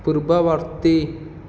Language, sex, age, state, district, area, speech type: Odia, male, 18-30, Odisha, Nayagarh, rural, read